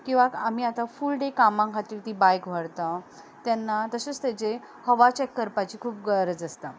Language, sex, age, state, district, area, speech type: Goan Konkani, female, 18-30, Goa, Ponda, urban, spontaneous